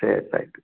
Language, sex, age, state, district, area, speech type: Tamil, male, 60+, Tamil Nadu, Tiruppur, rural, conversation